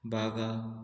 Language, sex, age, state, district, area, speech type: Goan Konkani, male, 18-30, Goa, Murmgao, rural, spontaneous